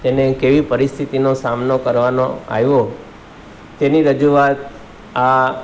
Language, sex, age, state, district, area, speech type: Gujarati, male, 45-60, Gujarat, Surat, urban, spontaneous